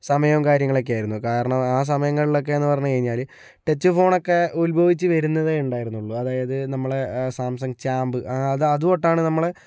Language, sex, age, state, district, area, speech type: Malayalam, male, 60+, Kerala, Kozhikode, urban, spontaneous